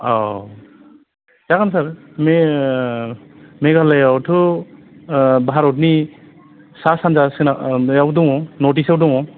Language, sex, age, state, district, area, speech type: Bodo, male, 45-60, Assam, Kokrajhar, urban, conversation